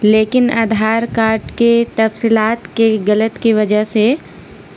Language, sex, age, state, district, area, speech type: Urdu, female, 30-45, Bihar, Gaya, urban, spontaneous